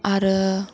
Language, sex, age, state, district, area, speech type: Bodo, female, 30-45, Assam, Chirang, rural, spontaneous